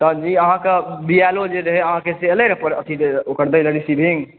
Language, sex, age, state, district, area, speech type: Maithili, male, 30-45, Bihar, Supaul, rural, conversation